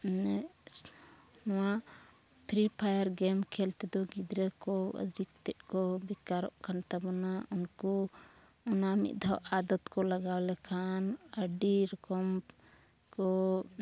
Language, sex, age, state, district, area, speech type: Santali, female, 45-60, Jharkhand, East Singhbhum, rural, spontaneous